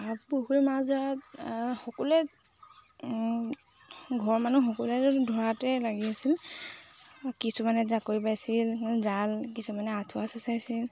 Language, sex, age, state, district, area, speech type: Assamese, female, 30-45, Assam, Tinsukia, urban, spontaneous